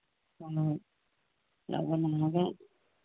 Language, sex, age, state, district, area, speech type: Manipuri, female, 45-60, Manipur, Churachandpur, rural, conversation